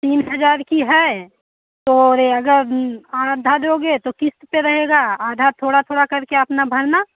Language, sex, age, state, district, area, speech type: Hindi, female, 30-45, Uttar Pradesh, Prayagraj, urban, conversation